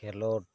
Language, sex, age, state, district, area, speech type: Santali, male, 30-45, West Bengal, Bankura, rural, read